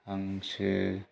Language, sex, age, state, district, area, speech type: Bodo, male, 30-45, Assam, Kokrajhar, rural, spontaneous